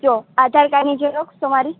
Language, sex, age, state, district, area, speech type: Gujarati, female, 30-45, Gujarat, Morbi, rural, conversation